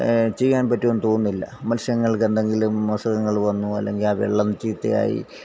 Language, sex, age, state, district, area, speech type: Malayalam, male, 45-60, Kerala, Alappuzha, rural, spontaneous